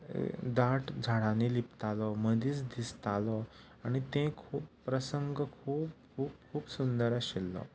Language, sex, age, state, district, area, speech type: Goan Konkani, male, 18-30, Goa, Ponda, rural, spontaneous